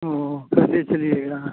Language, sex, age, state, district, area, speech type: Hindi, male, 45-60, Bihar, Madhepura, rural, conversation